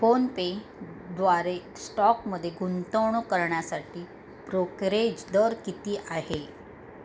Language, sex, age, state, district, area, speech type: Marathi, female, 45-60, Maharashtra, Mumbai Suburban, urban, read